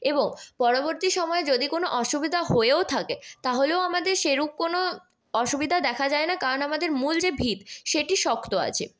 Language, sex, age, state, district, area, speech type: Bengali, female, 18-30, West Bengal, Purulia, urban, spontaneous